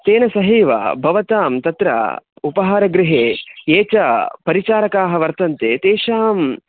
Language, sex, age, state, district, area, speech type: Sanskrit, male, 18-30, Karnataka, Chikkamagaluru, rural, conversation